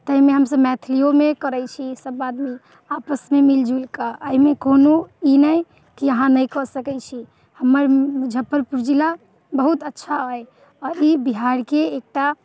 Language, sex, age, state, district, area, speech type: Maithili, female, 18-30, Bihar, Muzaffarpur, urban, spontaneous